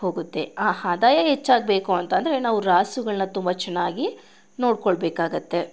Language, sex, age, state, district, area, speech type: Kannada, female, 30-45, Karnataka, Mandya, rural, spontaneous